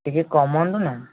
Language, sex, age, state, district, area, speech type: Odia, male, 18-30, Odisha, Balasore, rural, conversation